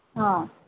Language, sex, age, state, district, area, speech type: Odia, female, 18-30, Odisha, Sambalpur, rural, conversation